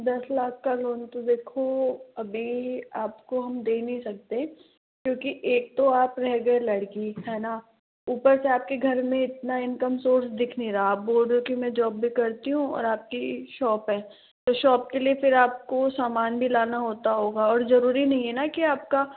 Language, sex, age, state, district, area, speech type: Hindi, female, 30-45, Rajasthan, Jaipur, urban, conversation